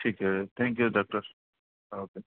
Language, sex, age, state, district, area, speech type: Urdu, male, 45-60, Uttar Pradesh, Rampur, urban, conversation